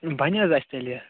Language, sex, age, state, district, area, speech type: Kashmiri, male, 30-45, Jammu and Kashmir, Ganderbal, urban, conversation